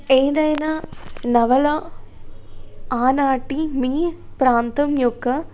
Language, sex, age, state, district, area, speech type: Telugu, female, 18-30, Telangana, Jagtial, rural, spontaneous